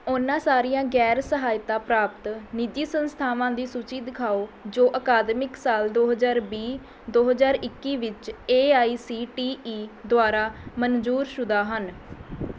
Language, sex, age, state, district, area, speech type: Punjabi, female, 18-30, Punjab, Mohali, rural, read